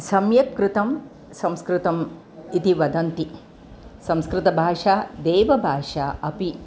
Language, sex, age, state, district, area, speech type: Sanskrit, female, 60+, Tamil Nadu, Chennai, urban, spontaneous